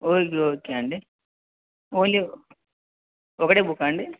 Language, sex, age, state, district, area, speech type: Telugu, male, 18-30, Telangana, Hanamkonda, urban, conversation